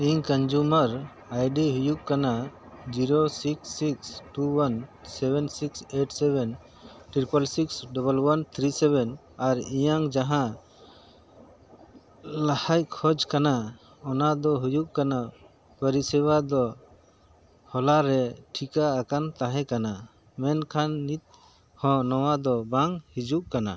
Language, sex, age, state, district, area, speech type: Santali, male, 45-60, Jharkhand, Bokaro, rural, read